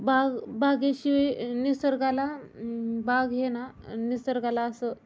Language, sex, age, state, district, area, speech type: Marathi, female, 18-30, Maharashtra, Osmanabad, rural, spontaneous